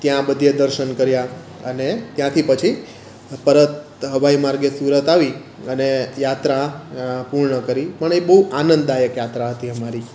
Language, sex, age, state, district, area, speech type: Gujarati, male, 30-45, Gujarat, Surat, urban, spontaneous